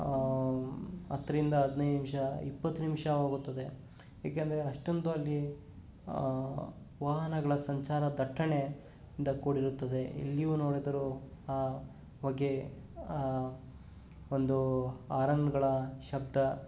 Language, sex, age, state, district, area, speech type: Kannada, male, 30-45, Karnataka, Kolar, rural, spontaneous